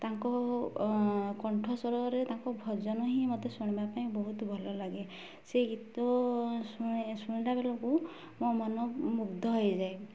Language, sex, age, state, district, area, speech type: Odia, female, 18-30, Odisha, Mayurbhanj, rural, spontaneous